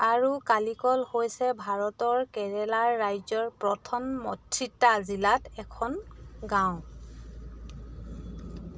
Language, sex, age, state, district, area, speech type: Assamese, female, 45-60, Assam, Charaideo, rural, read